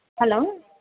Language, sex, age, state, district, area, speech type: Telugu, female, 18-30, Andhra Pradesh, Guntur, rural, conversation